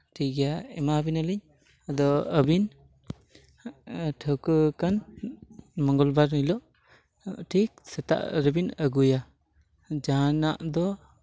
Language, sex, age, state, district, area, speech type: Santali, male, 18-30, Jharkhand, East Singhbhum, rural, spontaneous